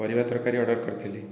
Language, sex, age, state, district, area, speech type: Odia, male, 18-30, Odisha, Dhenkanal, rural, spontaneous